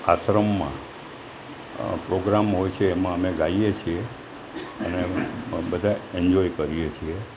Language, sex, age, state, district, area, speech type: Gujarati, male, 60+, Gujarat, Valsad, rural, spontaneous